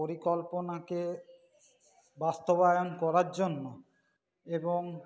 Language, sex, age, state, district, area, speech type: Bengali, male, 45-60, West Bengal, Paschim Bardhaman, rural, spontaneous